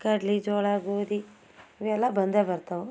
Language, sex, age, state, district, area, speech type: Kannada, female, 45-60, Karnataka, Gadag, rural, spontaneous